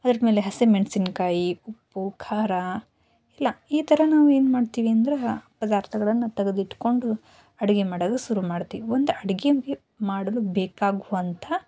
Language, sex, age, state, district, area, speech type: Kannada, female, 18-30, Karnataka, Gadag, rural, spontaneous